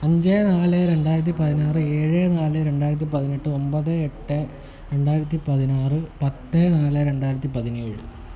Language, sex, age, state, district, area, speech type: Malayalam, male, 18-30, Kerala, Kottayam, rural, spontaneous